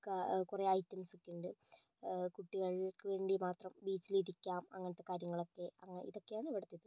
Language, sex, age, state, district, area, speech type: Malayalam, female, 18-30, Kerala, Kozhikode, urban, spontaneous